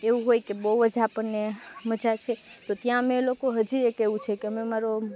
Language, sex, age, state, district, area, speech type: Gujarati, female, 30-45, Gujarat, Rajkot, rural, spontaneous